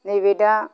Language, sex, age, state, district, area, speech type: Bodo, male, 45-60, Assam, Kokrajhar, urban, spontaneous